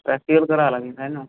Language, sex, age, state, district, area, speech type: Marathi, male, 18-30, Maharashtra, Akola, rural, conversation